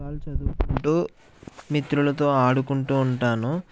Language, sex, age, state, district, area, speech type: Telugu, male, 18-30, Andhra Pradesh, Konaseema, rural, spontaneous